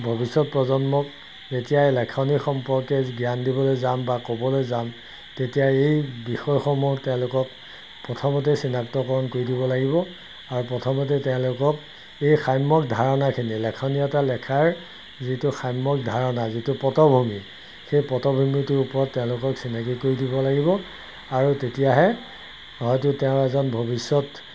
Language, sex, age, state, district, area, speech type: Assamese, male, 60+, Assam, Golaghat, rural, spontaneous